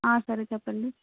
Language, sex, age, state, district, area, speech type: Telugu, female, 30-45, Andhra Pradesh, Vizianagaram, urban, conversation